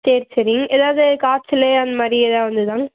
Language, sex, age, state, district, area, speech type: Tamil, female, 18-30, Tamil Nadu, Namakkal, rural, conversation